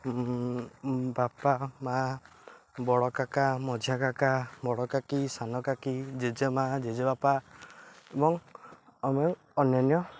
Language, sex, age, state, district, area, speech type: Odia, male, 18-30, Odisha, Jagatsinghpur, urban, spontaneous